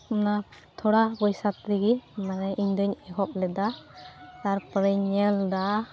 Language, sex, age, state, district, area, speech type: Santali, female, 18-30, West Bengal, Malda, rural, spontaneous